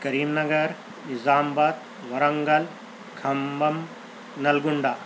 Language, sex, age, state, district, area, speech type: Urdu, male, 30-45, Telangana, Hyderabad, urban, spontaneous